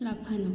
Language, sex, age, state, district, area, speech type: Bengali, female, 18-30, West Bengal, Purulia, urban, read